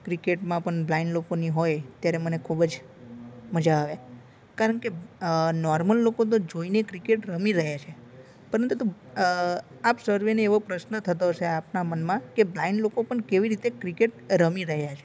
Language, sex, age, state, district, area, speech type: Gujarati, male, 30-45, Gujarat, Narmada, urban, spontaneous